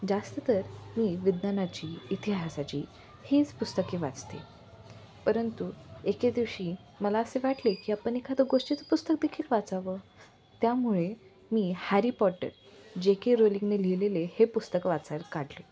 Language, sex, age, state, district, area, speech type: Marathi, female, 18-30, Maharashtra, Osmanabad, rural, spontaneous